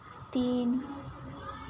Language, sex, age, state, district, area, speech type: Hindi, female, 18-30, Madhya Pradesh, Chhindwara, urban, read